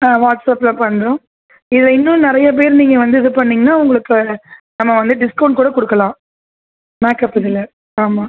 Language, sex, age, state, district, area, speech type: Tamil, female, 30-45, Tamil Nadu, Tiruchirappalli, rural, conversation